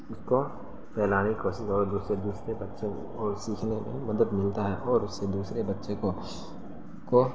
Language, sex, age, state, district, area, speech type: Urdu, male, 18-30, Bihar, Saharsa, rural, spontaneous